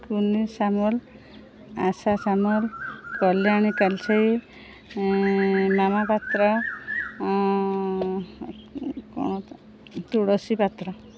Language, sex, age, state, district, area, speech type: Odia, female, 45-60, Odisha, Sundergarh, rural, spontaneous